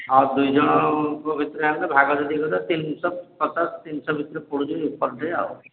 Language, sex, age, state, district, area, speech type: Odia, male, 60+, Odisha, Angul, rural, conversation